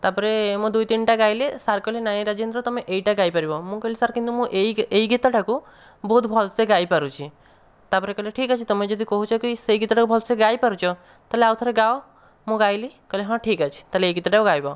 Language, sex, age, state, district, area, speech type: Odia, male, 30-45, Odisha, Dhenkanal, rural, spontaneous